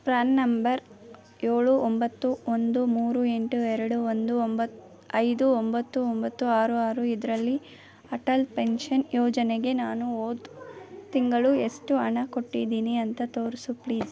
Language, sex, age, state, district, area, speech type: Kannada, female, 18-30, Karnataka, Kolar, rural, read